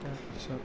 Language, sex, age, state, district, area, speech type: Assamese, male, 18-30, Assam, Nalbari, rural, spontaneous